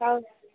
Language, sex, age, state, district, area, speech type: Kannada, female, 18-30, Karnataka, Gadag, rural, conversation